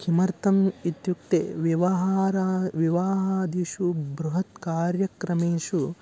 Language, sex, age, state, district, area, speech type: Sanskrit, male, 18-30, Karnataka, Vijayanagara, rural, spontaneous